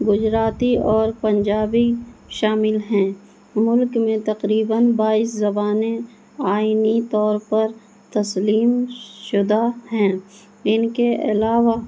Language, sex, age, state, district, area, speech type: Urdu, female, 30-45, Bihar, Gaya, rural, spontaneous